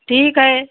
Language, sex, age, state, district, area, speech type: Hindi, female, 60+, Uttar Pradesh, Hardoi, rural, conversation